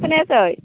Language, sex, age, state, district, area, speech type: Bodo, female, 18-30, Assam, Baksa, rural, conversation